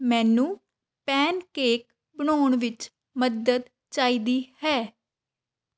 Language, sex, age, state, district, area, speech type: Punjabi, female, 18-30, Punjab, Shaheed Bhagat Singh Nagar, rural, read